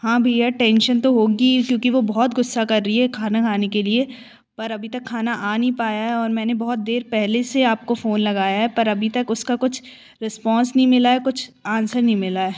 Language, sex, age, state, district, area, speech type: Hindi, female, 18-30, Madhya Pradesh, Jabalpur, urban, spontaneous